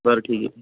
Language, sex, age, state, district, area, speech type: Marathi, male, 18-30, Maharashtra, Washim, urban, conversation